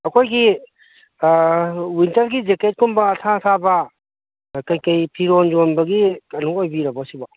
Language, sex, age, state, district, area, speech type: Manipuri, male, 30-45, Manipur, Kangpokpi, urban, conversation